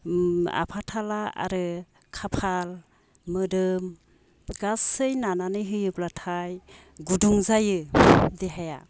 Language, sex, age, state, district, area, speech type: Bodo, female, 45-60, Assam, Baksa, rural, spontaneous